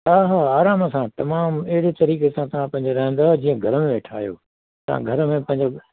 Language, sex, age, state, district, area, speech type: Sindhi, male, 60+, Delhi, South Delhi, rural, conversation